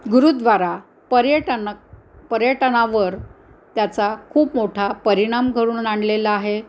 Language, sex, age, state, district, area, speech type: Marathi, female, 60+, Maharashtra, Nanded, urban, spontaneous